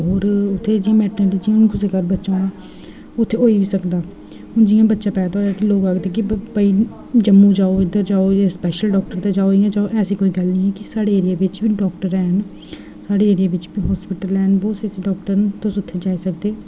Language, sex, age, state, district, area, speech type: Dogri, female, 18-30, Jammu and Kashmir, Jammu, rural, spontaneous